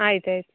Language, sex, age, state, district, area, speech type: Kannada, female, 18-30, Karnataka, Dakshina Kannada, rural, conversation